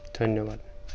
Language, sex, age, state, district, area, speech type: Assamese, male, 18-30, Assam, Sonitpur, rural, spontaneous